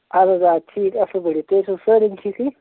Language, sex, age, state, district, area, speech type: Kashmiri, male, 30-45, Jammu and Kashmir, Bandipora, rural, conversation